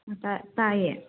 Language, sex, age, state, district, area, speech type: Manipuri, female, 30-45, Manipur, Kangpokpi, urban, conversation